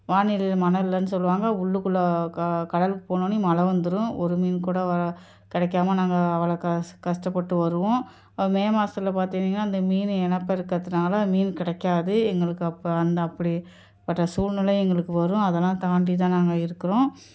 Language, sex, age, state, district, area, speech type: Tamil, female, 45-60, Tamil Nadu, Ariyalur, rural, spontaneous